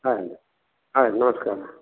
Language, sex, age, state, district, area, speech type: Kannada, male, 60+, Karnataka, Gulbarga, urban, conversation